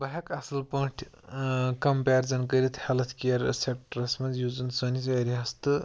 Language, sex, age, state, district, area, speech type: Kashmiri, male, 18-30, Jammu and Kashmir, Pulwama, rural, spontaneous